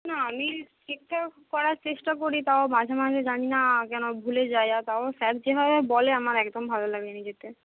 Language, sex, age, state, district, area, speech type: Bengali, female, 30-45, West Bengal, Jhargram, rural, conversation